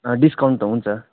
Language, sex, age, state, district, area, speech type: Nepali, male, 18-30, West Bengal, Darjeeling, rural, conversation